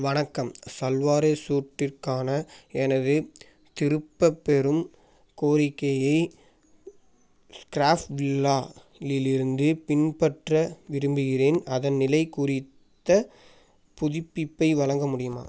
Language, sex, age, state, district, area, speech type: Tamil, male, 18-30, Tamil Nadu, Thanjavur, rural, read